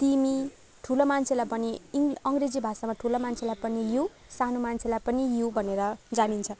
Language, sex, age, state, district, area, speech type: Nepali, female, 18-30, West Bengal, Darjeeling, rural, spontaneous